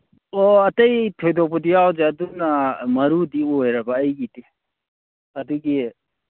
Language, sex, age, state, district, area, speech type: Manipuri, male, 30-45, Manipur, Churachandpur, rural, conversation